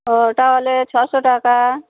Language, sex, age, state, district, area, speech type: Bengali, female, 30-45, West Bengal, Howrah, urban, conversation